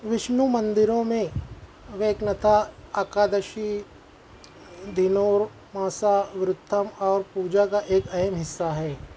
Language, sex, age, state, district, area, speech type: Urdu, male, 30-45, Maharashtra, Nashik, urban, read